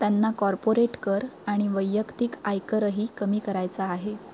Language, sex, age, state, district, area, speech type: Marathi, female, 18-30, Maharashtra, Ratnagiri, rural, read